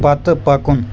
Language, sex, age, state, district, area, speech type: Kashmiri, male, 18-30, Jammu and Kashmir, Kulgam, rural, read